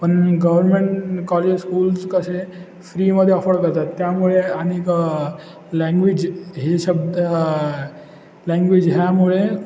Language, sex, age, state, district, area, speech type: Marathi, male, 18-30, Maharashtra, Ratnagiri, urban, spontaneous